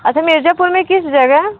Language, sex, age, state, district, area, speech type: Hindi, female, 18-30, Uttar Pradesh, Mirzapur, urban, conversation